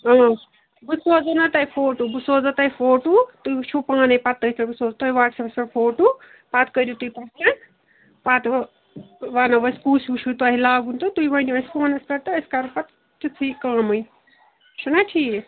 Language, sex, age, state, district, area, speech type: Kashmiri, female, 45-60, Jammu and Kashmir, Ganderbal, rural, conversation